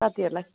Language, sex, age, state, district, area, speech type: Nepali, female, 30-45, West Bengal, Darjeeling, urban, conversation